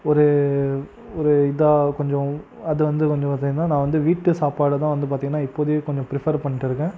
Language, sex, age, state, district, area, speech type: Tamil, male, 18-30, Tamil Nadu, Krishnagiri, rural, spontaneous